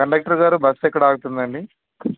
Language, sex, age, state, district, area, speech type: Telugu, male, 18-30, Andhra Pradesh, Anantapur, urban, conversation